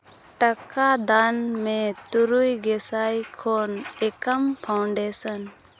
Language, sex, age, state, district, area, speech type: Santali, female, 18-30, Jharkhand, Seraikela Kharsawan, rural, read